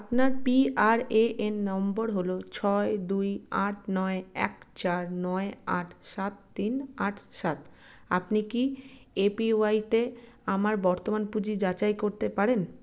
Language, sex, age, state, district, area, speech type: Bengali, female, 30-45, West Bengal, Paschim Bardhaman, urban, read